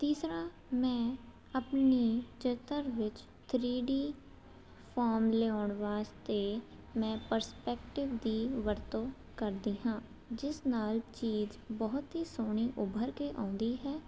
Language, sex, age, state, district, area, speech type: Punjabi, female, 18-30, Punjab, Jalandhar, urban, spontaneous